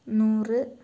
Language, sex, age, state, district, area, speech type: Malayalam, female, 18-30, Kerala, Kasaragod, rural, spontaneous